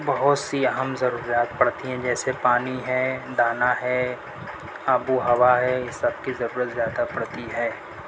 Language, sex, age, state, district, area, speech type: Urdu, male, 60+, Uttar Pradesh, Mau, urban, spontaneous